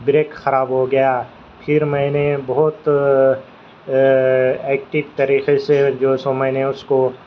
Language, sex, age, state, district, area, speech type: Urdu, male, 18-30, Telangana, Hyderabad, urban, spontaneous